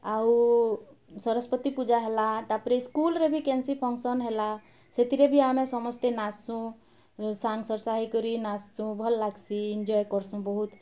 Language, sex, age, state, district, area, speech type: Odia, female, 30-45, Odisha, Bargarh, urban, spontaneous